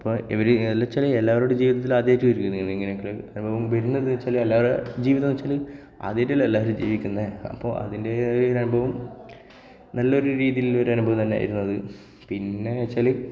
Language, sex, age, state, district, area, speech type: Malayalam, male, 18-30, Kerala, Kasaragod, rural, spontaneous